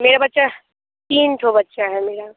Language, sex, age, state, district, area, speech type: Hindi, female, 30-45, Bihar, Muzaffarpur, rural, conversation